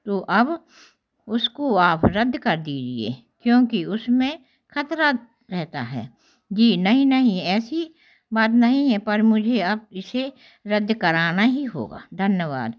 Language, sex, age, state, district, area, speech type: Hindi, female, 60+, Madhya Pradesh, Jabalpur, urban, spontaneous